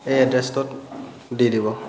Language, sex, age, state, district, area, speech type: Assamese, male, 18-30, Assam, Lakhimpur, rural, spontaneous